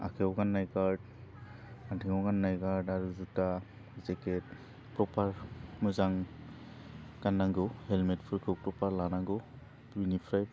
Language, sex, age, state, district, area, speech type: Bodo, male, 18-30, Assam, Udalguri, urban, spontaneous